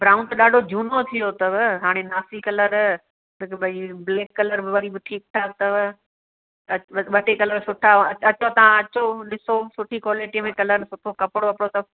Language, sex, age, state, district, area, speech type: Sindhi, female, 45-60, Maharashtra, Thane, urban, conversation